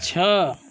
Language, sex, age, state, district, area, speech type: Hindi, male, 45-60, Uttar Pradesh, Mau, urban, read